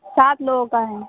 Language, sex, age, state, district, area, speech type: Hindi, female, 30-45, Uttar Pradesh, Sitapur, rural, conversation